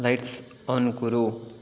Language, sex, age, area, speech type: Sanskrit, male, 18-30, rural, read